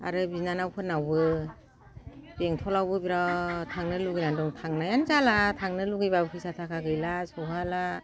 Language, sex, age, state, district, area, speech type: Bodo, female, 60+, Assam, Kokrajhar, urban, spontaneous